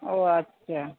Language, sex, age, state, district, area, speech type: Bengali, female, 45-60, West Bengal, Darjeeling, urban, conversation